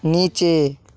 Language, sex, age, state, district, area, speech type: Bengali, male, 18-30, West Bengal, Nadia, rural, read